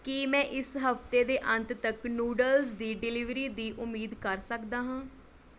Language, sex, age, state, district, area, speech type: Punjabi, female, 18-30, Punjab, Mohali, rural, read